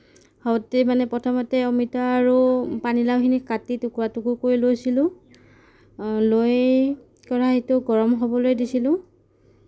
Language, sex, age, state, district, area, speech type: Assamese, female, 30-45, Assam, Kamrup Metropolitan, urban, spontaneous